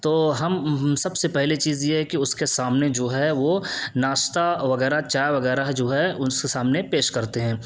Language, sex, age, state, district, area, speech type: Urdu, male, 18-30, Uttar Pradesh, Siddharthnagar, rural, spontaneous